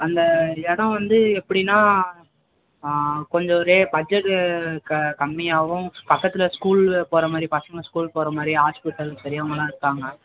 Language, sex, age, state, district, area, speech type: Tamil, male, 18-30, Tamil Nadu, Thanjavur, rural, conversation